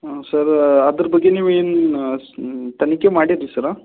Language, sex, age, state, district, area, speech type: Kannada, male, 30-45, Karnataka, Belgaum, rural, conversation